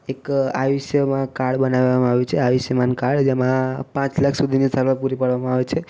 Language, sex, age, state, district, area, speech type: Gujarati, male, 18-30, Gujarat, Ahmedabad, urban, spontaneous